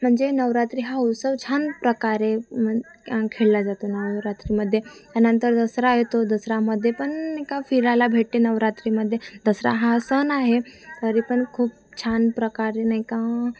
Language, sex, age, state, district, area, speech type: Marathi, female, 18-30, Maharashtra, Wardha, rural, spontaneous